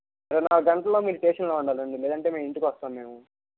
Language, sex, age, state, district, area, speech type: Telugu, male, 18-30, Andhra Pradesh, Guntur, rural, conversation